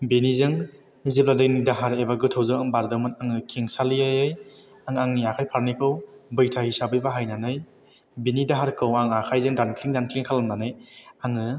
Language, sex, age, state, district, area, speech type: Bodo, male, 18-30, Assam, Chirang, rural, spontaneous